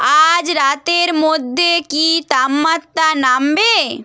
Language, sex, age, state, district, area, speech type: Bengali, female, 18-30, West Bengal, Purba Medinipur, rural, read